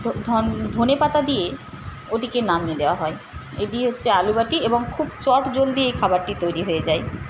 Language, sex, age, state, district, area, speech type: Bengali, female, 45-60, West Bengal, Paschim Medinipur, rural, spontaneous